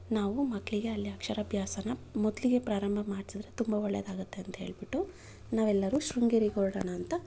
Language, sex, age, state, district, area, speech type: Kannada, female, 30-45, Karnataka, Bangalore Urban, urban, spontaneous